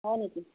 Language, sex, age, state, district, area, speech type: Assamese, female, 45-60, Assam, Jorhat, urban, conversation